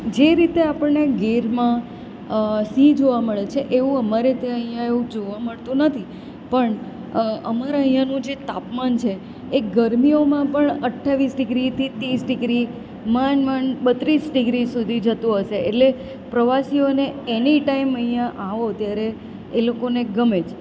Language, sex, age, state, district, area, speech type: Gujarati, female, 30-45, Gujarat, Valsad, rural, spontaneous